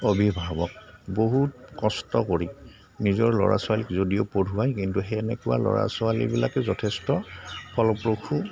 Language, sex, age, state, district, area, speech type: Assamese, male, 60+, Assam, Goalpara, rural, spontaneous